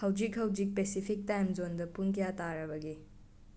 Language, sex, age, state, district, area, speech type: Manipuri, other, 45-60, Manipur, Imphal West, urban, read